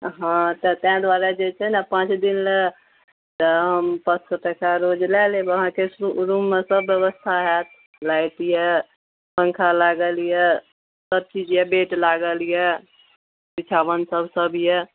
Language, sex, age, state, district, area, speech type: Maithili, female, 45-60, Bihar, Araria, rural, conversation